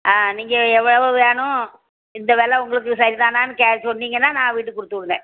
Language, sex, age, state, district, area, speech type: Tamil, female, 60+, Tamil Nadu, Thoothukudi, rural, conversation